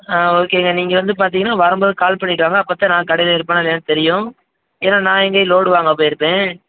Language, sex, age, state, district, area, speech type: Tamil, male, 18-30, Tamil Nadu, Madurai, rural, conversation